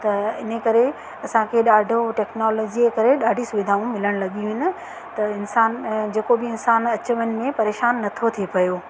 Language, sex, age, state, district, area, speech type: Sindhi, female, 45-60, Madhya Pradesh, Katni, urban, spontaneous